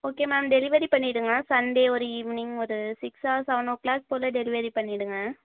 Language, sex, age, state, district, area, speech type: Tamil, female, 30-45, Tamil Nadu, Tiruvarur, rural, conversation